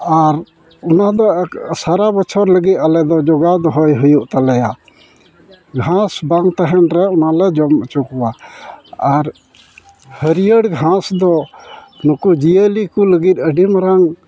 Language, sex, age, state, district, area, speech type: Santali, male, 60+, West Bengal, Malda, rural, spontaneous